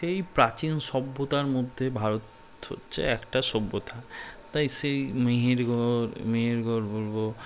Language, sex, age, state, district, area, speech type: Bengali, male, 18-30, West Bengal, Malda, urban, spontaneous